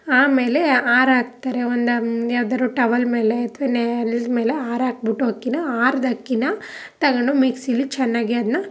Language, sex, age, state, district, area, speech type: Kannada, female, 18-30, Karnataka, Chamarajanagar, rural, spontaneous